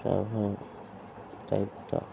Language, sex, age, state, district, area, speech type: Assamese, male, 18-30, Assam, Sonitpur, urban, spontaneous